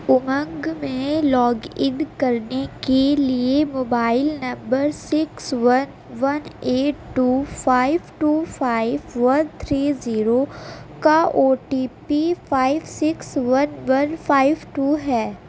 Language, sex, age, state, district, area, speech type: Urdu, female, 18-30, Uttar Pradesh, Gautam Buddha Nagar, urban, read